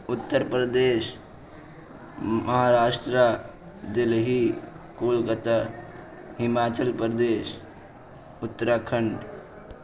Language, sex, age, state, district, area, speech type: Urdu, male, 18-30, Uttar Pradesh, Balrampur, rural, spontaneous